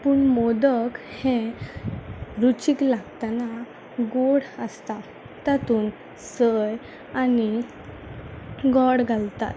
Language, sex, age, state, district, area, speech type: Goan Konkani, female, 18-30, Goa, Tiswadi, rural, spontaneous